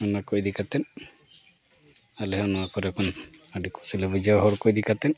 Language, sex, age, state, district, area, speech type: Santali, male, 45-60, Odisha, Mayurbhanj, rural, spontaneous